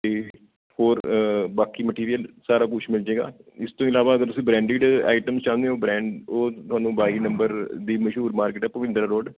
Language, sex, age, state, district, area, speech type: Punjabi, male, 30-45, Punjab, Patiala, urban, conversation